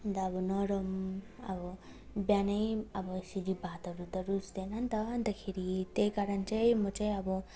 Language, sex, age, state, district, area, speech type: Nepali, female, 18-30, West Bengal, Darjeeling, rural, spontaneous